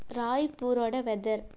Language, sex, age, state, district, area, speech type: Tamil, female, 18-30, Tamil Nadu, Erode, rural, read